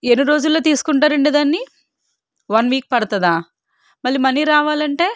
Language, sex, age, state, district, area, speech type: Telugu, female, 18-30, Andhra Pradesh, Guntur, rural, spontaneous